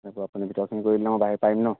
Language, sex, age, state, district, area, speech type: Assamese, male, 30-45, Assam, Dibrugarh, rural, conversation